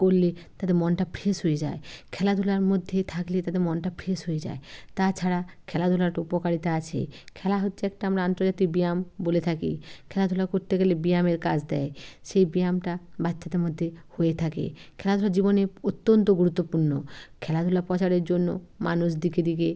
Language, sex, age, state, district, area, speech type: Bengali, female, 60+, West Bengal, Bankura, urban, spontaneous